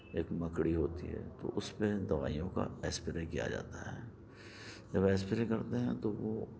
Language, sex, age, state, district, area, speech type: Urdu, male, 45-60, Delhi, Central Delhi, urban, spontaneous